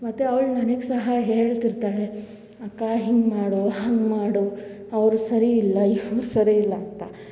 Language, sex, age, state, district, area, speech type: Kannada, female, 18-30, Karnataka, Hassan, urban, spontaneous